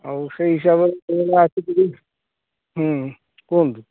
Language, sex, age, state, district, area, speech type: Odia, male, 30-45, Odisha, Jagatsinghpur, urban, conversation